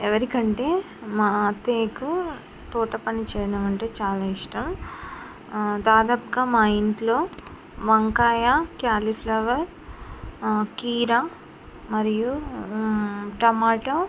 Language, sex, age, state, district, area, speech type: Telugu, female, 45-60, Telangana, Mancherial, rural, spontaneous